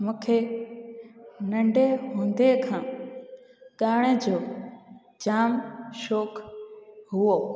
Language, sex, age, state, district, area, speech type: Sindhi, female, 18-30, Gujarat, Junagadh, urban, spontaneous